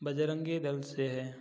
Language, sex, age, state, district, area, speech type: Hindi, male, 30-45, Uttar Pradesh, Prayagraj, urban, spontaneous